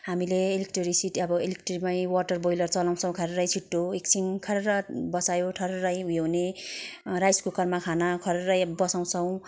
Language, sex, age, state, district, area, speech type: Nepali, female, 30-45, West Bengal, Kalimpong, rural, spontaneous